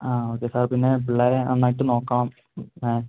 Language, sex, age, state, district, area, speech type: Malayalam, male, 18-30, Kerala, Palakkad, rural, conversation